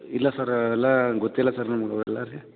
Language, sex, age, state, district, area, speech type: Kannada, male, 18-30, Karnataka, Raichur, urban, conversation